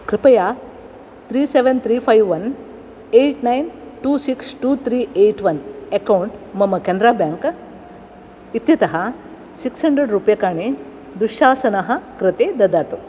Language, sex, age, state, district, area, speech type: Sanskrit, female, 60+, Karnataka, Dakshina Kannada, urban, read